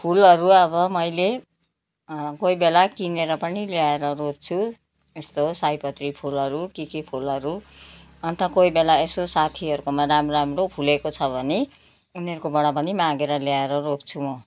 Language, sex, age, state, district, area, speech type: Nepali, female, 60+, West Bengal, Kalimpong, rural, spontaneous